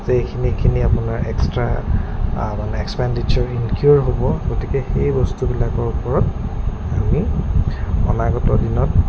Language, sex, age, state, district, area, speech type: Assamese, male, 30-45, Assam, Goalpara, urban, spontaneous